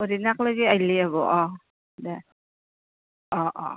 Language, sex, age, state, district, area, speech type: Assamese, female, 30-45, Assam, Barpeta, rural, conversation